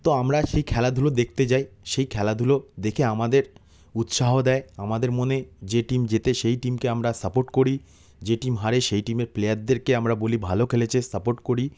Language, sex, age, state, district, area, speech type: Bengali, male, 30-45, West Bengal, South 24 Parganas, rural, spontaneous